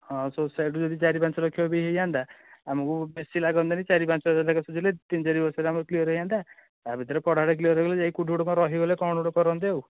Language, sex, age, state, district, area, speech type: Odia, male, 18-30, Odisha, Nayagarh, rural, conversation